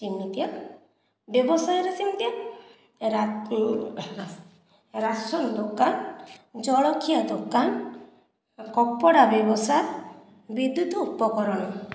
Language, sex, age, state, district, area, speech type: Odia, female, 30-45, Odisha, Khordha, rural, spontaneous